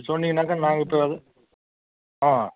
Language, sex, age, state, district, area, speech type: Tamil, male, 60+, Tamil Nadu, Nilgiris, rural, conversation